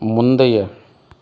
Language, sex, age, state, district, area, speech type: Tamil, male, 30-45, Tamil Nadu, Dharmapuri, urban, read